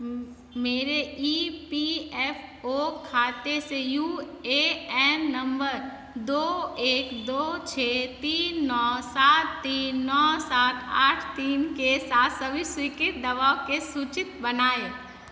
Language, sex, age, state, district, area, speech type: Hindi, female, 30-45, Bihar, Begusarai, rural, read